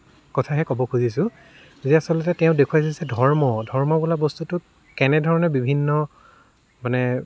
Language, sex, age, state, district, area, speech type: Assamese, male, 18-30, Assam, Dibrugarh, rural, spontaneous